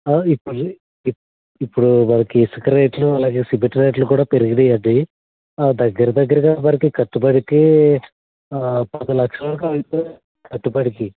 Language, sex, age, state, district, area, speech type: Telugu, male, 45-60, Andhra Pradesh, East Godavari, rural, conversation